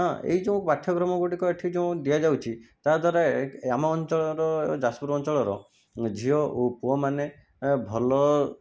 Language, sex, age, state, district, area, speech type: Odia, male, 45-60, Odisha, Jajpur, rural, spontaneous